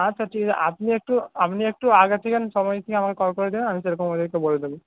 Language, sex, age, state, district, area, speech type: Bengali, male, 18-30, West Bengal, Paschim Medinipur, rural, conversation